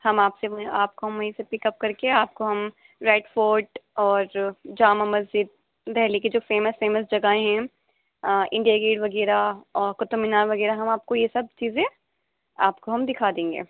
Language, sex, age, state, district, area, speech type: Urdu, female, 18-30, Delhi, East Delhi, urban, conversation